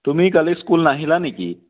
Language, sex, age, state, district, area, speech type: Assamese, male, 18-30, Assam, Biswanath, rural, conversation